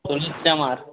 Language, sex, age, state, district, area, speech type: Bengali, male, 18-30, West Bengal, Jalpaiguri, rural, conversation